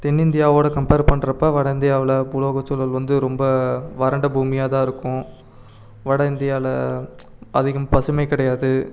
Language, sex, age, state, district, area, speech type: Tamil, male, 18-30, Tamil Nadu, Namakkal, urban, spontaneous